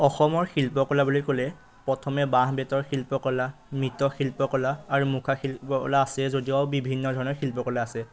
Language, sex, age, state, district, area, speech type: Assamese, male, 18-30, Assam, Majuli, urban, spontaneous